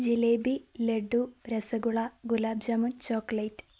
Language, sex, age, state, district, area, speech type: Malayalam, female, 18-30, Kerala, Kozhikode, rural, spontaneous